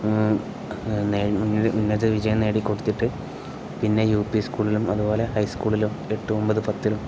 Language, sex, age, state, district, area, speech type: Malayalam, male, 18-30, Kerala, Kozhikode, rural, spontaneous